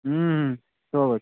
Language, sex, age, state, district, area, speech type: Bengali, male, 18-30, West Bengal, Uttar Dinajpur, rural, conversation